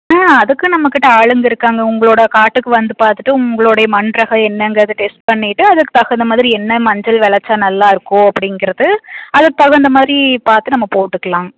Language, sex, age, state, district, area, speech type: Tamil, female, 30-45, Tamil Nadu, Tiruppur, rural, conversation